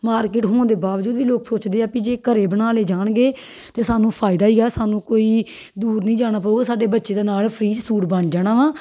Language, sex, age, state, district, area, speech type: Punjabi, female, 30-45, Punjab, Tarn Taran, rural, spontaneous